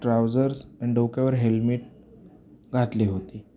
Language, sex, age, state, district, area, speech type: Marathi, male, 45-60, Maharashtra, Osmanabad, rural, spontaneous